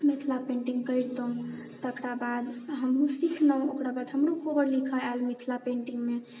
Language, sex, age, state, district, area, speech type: Maithili, female, 18-30, Bihar, Sitamarhi, urban, spontaneous